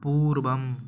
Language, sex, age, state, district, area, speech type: Sanskrit, male, 18-30, West Bengal, Paschim Medinipur, rural, read